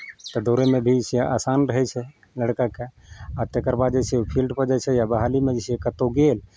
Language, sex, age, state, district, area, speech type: Maithili, male, 45-60, Bihar, Madhepura, rural, spontaneous